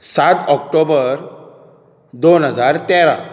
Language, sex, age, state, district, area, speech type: Goan Konkani, male, 18-30, Goa, Bardez, urban, spontaneous